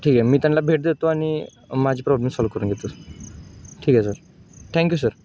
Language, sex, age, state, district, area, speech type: Marathi, male, 18-30, Maharashtra, Sangli, urban, spontaneous